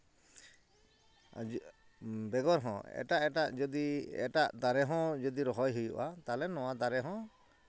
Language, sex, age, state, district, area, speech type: Santali, male, 45-60, West Bengal, Purulia, rural, spontaneous